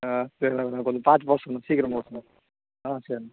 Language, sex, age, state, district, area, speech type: Tamil, male, 18-30, Tamil Nadu, Tiruvannamalai, urban, conversation